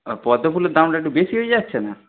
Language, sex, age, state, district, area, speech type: Bengali, male, 30-45, West Bengal, Darjeeling, rural, conversation